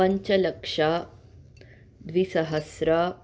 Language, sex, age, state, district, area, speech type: Sanskrit, female, 30-45, Andhra Pradesh, Guntur, urban, spontaneous